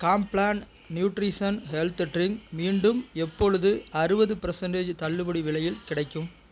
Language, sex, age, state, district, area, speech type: Tamil, male, 45-60, Tamil Nadu, Tiruchirappalli, rural, read